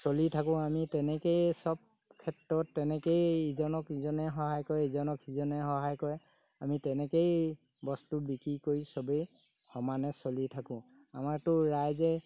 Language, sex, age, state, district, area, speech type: Assamese, male, 60+, Assam, Golaghat, rural, spontaneous